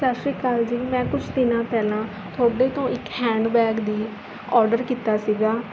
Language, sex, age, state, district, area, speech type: Punjabi, female, 18-30, Punjab, Mohali, rural, spontaneous